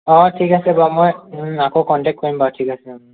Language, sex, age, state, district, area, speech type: Assamese, male, 18-30, Assam, Morigaon, rural, conversation